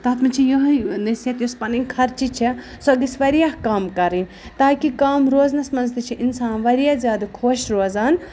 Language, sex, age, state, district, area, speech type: Kashmiri, female, 18-30, Jammu and Kashmir, Ganderbal, rural, spontaneous